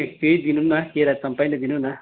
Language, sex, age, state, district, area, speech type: Nepali, male, 45-60, West Bengal, Darjeeling, rural, conversation